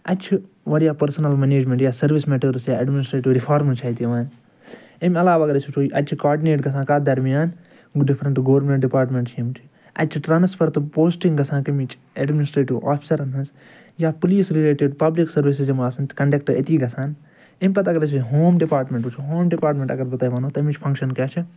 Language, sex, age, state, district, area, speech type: Kashmiri, male, 60+, Jammu and Kashmir, Ganderbal, urban, spontaneous